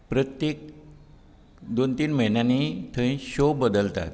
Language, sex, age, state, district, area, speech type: Goan Konkani, male, 60+, Goa, Bardez, rural, spontaneous